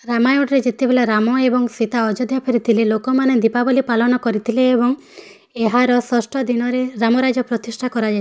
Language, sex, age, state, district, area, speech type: Odia, female, 18-30, Odisha, Bargarh, urban, read